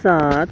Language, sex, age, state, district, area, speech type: Urdu, male, 18-30, Delhi, South Delhi, urban, read